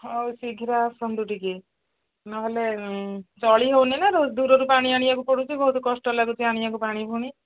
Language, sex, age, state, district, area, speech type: Odia, female, 60+, Odisha, Gajapati, rural, conversation